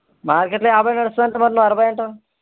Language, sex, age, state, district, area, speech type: Telugu, male, 18-30, Andhra Pradesh, Kadapa, rural, conversation